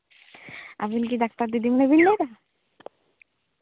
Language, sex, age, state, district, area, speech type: Santali, female, 18-30, West Bengal, Bankura, rural, conversation